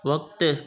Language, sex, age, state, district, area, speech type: Sindhi, male, 30-45, Gujarat, Junagadh, rural, read